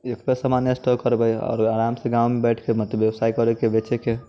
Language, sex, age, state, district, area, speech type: Maithili, male, 30-45, Bihar, Muzaffarpur, rural, spontaneous